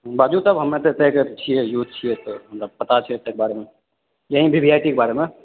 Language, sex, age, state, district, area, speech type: Maithili, male, 18-30, Bihar, Purnia, rural, conversation